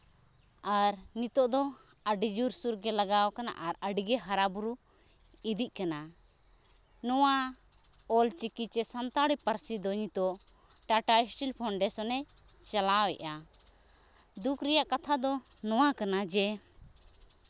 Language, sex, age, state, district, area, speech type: Santali, female, 30-45, Jharkhand, Seraikela Kharsawan, rural, spontaneous